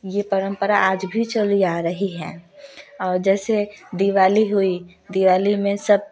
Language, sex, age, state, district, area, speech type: Hindi, female, 18-30, Uttar Pradesh, Prayagraj, rural, spontaneous